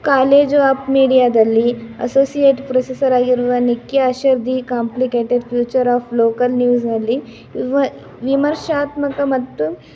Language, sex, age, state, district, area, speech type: Kannada, female, 18-30, Karnataka, Tumkur, rural, spontaneous